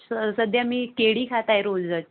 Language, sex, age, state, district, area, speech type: Marathi, female, 18-30, Maharashtra, Gondia, rural, conversation